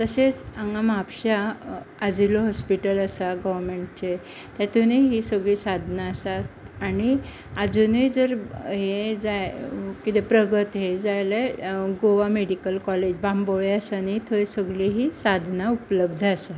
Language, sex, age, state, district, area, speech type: Goan Konkani, female, 60+, Goa, Bardez, rural, spontaneous